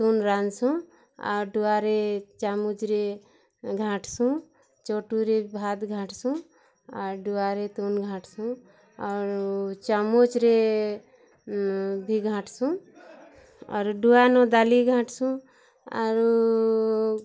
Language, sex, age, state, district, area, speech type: Odia, female, 30-45, Odisha, Bargarh, urban, spontaneous